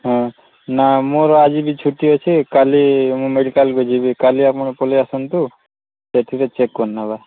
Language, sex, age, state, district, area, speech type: Odia, male, 18-30, Odisha, Subarnapur, urban, conversation